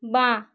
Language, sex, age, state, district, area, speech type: Bengali, female, 18-30, West Bengal, Jhargram, rural, read